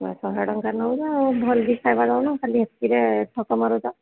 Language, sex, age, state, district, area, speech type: Odia, female, 30-45, Odisha, Sambalpur, rural, conversation